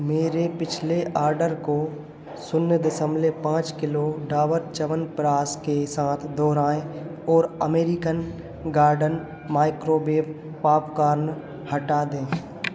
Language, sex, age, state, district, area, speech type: Hindi, male, 18-30, Madhya Pradesh, Hoshangabad, urban, read